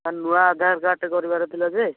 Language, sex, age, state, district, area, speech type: Odia, male, 18-30, Odisha, Cuttack, urban, conversation